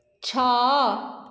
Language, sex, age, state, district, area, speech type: Odia, female, 45-60, Odisha, Dhenkanal, rural, read